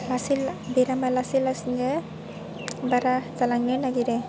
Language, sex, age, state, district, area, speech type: Bodo, female, 18-30, Assam, Baksa, rural, spontaneous